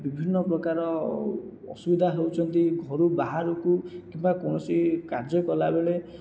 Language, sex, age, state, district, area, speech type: Odia, male, 18-30, Odisha, Jajpur, rural, spontaneous